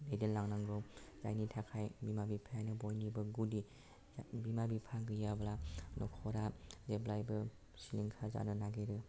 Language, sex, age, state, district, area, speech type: Bodo, male, 18-30, Assam, Kokrajhar, rural, spontaneous